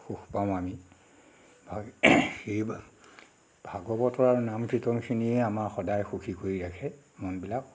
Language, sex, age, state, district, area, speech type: Assamese, male, 30-45, Assam, Nagaon, rural, spontaneous